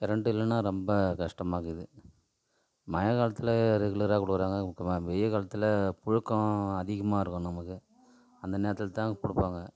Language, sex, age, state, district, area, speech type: Tamil, male, 45-60, Tamil Nadu, Tiruvannamalai, rural, spontaneous